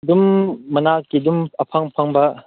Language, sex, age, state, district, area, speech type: Manipuri, male, 18-30, Manipur, Chandel, rural, conversation